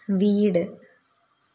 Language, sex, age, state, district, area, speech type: Malayalam, female, 18-30, Kerala, Kottayam, rural, read